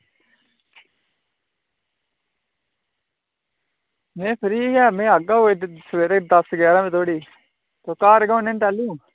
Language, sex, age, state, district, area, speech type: Dogri, male, 18-30, Jammu and Kashmir, Udhampur, rural, conversation